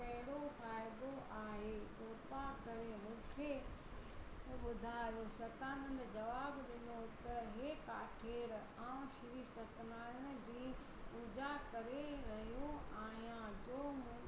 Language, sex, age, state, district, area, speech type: Sindhi, female, 60+, Gujarat, Surat, urban, spontaneous